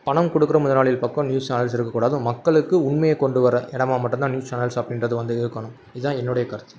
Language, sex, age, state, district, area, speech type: Tamil, male, 18-30, Tamil Nadu, Madurai, urban, spontaneous